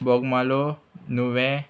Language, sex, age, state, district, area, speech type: Goan Konkani, male, 18-30, Goa, Murmgao, urban, spontaneous